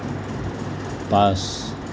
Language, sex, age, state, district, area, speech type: Assamese, male, 18-30, Assam, Nalbari, rural, read